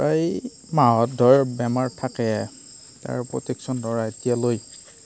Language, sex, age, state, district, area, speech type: Assamese, male, 30-45, Assam, Darrang, rural, spontaneous